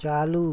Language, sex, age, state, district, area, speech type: Hindi, male, 45-60, Madhya Pradesh, Hoshangabad, rural, read